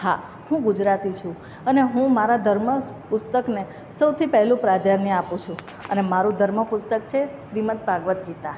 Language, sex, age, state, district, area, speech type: Gujarati, female, 30-45, Gujarat, Surat, urban, spontaneous